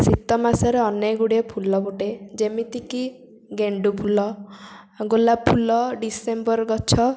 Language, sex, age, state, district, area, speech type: Odia, female, 18-30, Odisha, Puri, urban, spontaneous